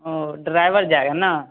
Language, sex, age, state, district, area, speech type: Hindi, male, 18-30, Bihar, Samastipur, rural, conversation